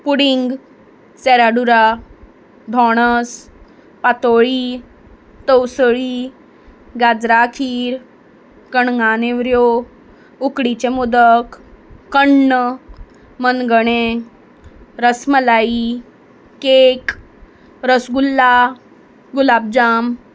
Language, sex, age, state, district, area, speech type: Goan Konkani, female, 18-30, Goa, Salcete, urban, spontaneous